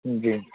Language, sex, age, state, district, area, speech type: Urdu, male, 60+, Uttar Pradesh, Lucknow, urban, conversation